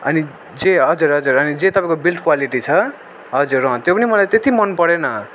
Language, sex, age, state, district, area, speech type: Nepali, male, 18-30, West Bengal, Darjeeling, rural, spontaneous